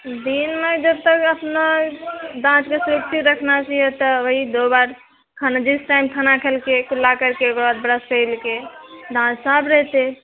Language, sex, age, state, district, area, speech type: Maithili, female, 30-45, Bihar, Purnia, rural, conversation